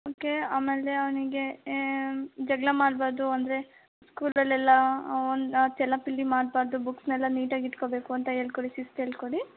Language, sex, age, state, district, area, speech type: Kannada, female, 18-30, Karnataka, Davanagere, rural, conversation